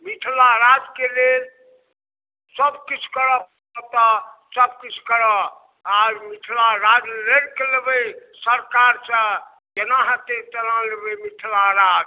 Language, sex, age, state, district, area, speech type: Maithili, male, 60+, Bihar, Darbhanga, rural, conversation